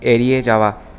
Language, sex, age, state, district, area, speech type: Bengali, male, 18-30, West Bengal, Paschim Bardhaman, urban, read